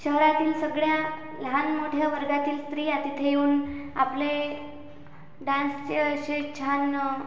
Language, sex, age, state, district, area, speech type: Marathi, female, 18-30, Maharashtra, Amravati, rural, spontaneous